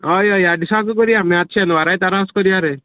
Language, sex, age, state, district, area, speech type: Goan Konkani, male, 18-30, Goa, Canacona, rural, conversation